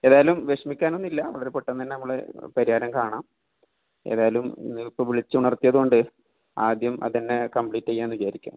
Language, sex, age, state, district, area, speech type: Malayalam, male, 18-30, Kerala, Kasaragod, rural, conversation